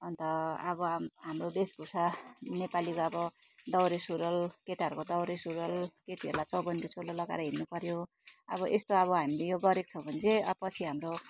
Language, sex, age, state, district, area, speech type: Nepali, female, 45-60, West Bengal, Darjeeling, rural, spontaneous